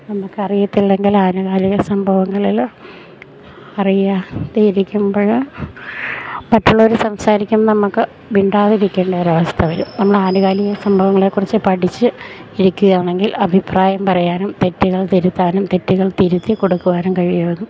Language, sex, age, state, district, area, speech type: Malayalam, female, 30-45, Kerala, Idukki, rural, spontaneous